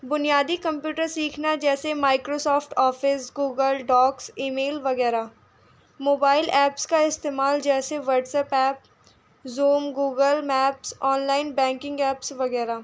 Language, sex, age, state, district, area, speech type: Urdu, female, 18-30, Delhi, North East Delhi, urban, spontaneous